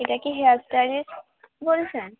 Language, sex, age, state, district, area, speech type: Bengali, female, 18-30, West Bengal, North 24 Parganas, urban, conversation